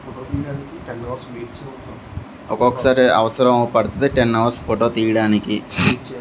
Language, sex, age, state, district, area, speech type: Telugu, male, 30-45, Andhra Pradesh, Anakapalli, rural, spontaneous